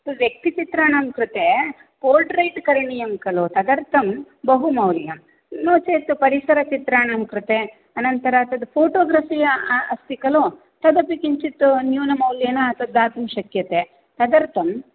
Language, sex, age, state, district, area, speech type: Sanskrit, female, 30-45, Karnataka, Shimoga, rural, conversation